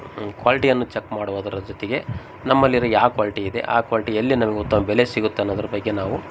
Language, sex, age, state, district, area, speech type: Kannada, male, 45-60, Karnataka, Koppal, rural, spontaneous